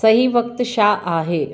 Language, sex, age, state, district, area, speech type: Sindhi, female, 45-60, Maharashtra, Akola, urban, read